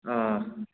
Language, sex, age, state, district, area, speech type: Manipuri, male, 18-30, Manipur, Kakching, rural, conversation